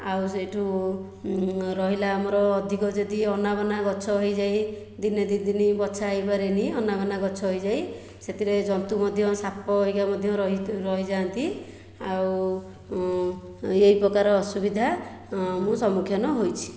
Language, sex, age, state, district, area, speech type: Odia, female, 60+, Odisha, Khordha, rural, spontaneous